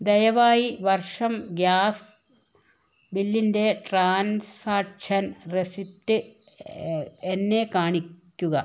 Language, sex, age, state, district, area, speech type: Malayalam, female, 60+, Kerala, Kozhikode, urban, read